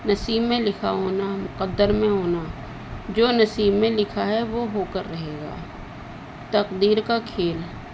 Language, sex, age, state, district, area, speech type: Urdu, female, 60+, Uttar Pradesh, Rampur, urban, spontaneous